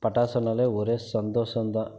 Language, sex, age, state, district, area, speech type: Tamil, male, 30-45, Tamil Nadu, Krishnagiri, rural, spontaneous